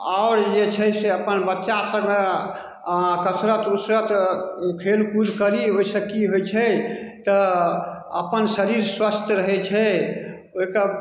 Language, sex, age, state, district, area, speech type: Maithili, male, 60+, Bihar, Darbhanga, rural, spontaneous